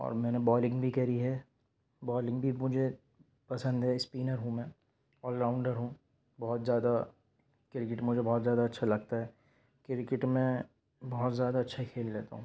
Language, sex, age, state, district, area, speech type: Urdu, male, 18-30, Delhi, Central Delhi, urban, spontaneous